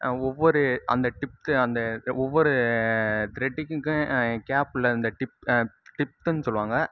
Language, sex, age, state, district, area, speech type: Tamil, male, 18-30, Tamil Nadu, Sivaganga, rural, spontaneous